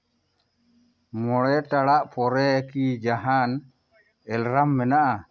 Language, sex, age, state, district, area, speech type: Santali, male, 45-60, Jharkhand, Seraikela Kharsawan, rural, read